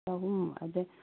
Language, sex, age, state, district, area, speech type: Manipuri, female, 45-60, Manipur, Kangpokpi, urban, conversation